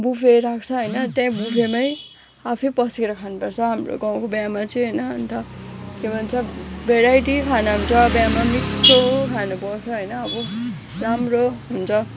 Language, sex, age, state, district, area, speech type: Nepali, female, 18-30, West Bengal, Kalimpong, rural, spontaneous